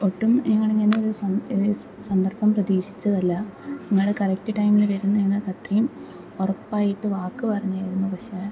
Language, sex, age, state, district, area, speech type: Malayalam, female, 18-30, Kerala, Thrissur, urban, spontaneous